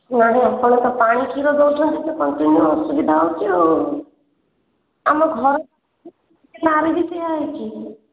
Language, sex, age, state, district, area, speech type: Odia, female, 30-45, Odisha, Khordha, rural, conversation